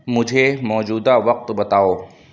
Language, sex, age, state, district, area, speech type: Urdu, male, 18-30, Uttar Pradesh, Lucknow, urban, read